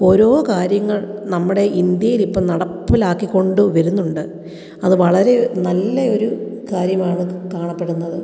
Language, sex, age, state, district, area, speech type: Malayalam, female, 30-45, Kerala, Kottayam, rural, spontaneous